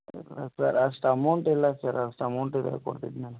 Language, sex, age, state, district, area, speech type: Kannada, male, 30-45, Karnataka, Belgaum, rural, conversation